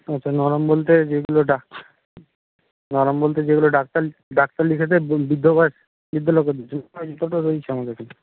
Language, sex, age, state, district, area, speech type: Bengali, male, 60+, West Bengal, Purba Medinipur, rural, conversation